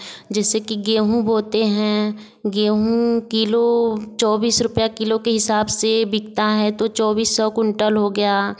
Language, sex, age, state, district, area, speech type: Hindi, female, 30-45, Uttar Pradesh, Varanasi, rural, spontaneous